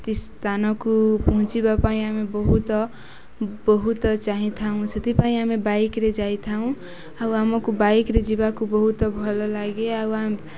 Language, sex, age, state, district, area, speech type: Odia, female, 18-30, Odisha, Nuapada, urban, spontaneous